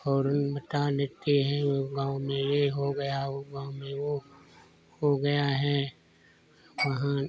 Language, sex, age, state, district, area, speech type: Hindi, male, 45-60, Uttar Pradesh, Lucknow, rural, spontaneous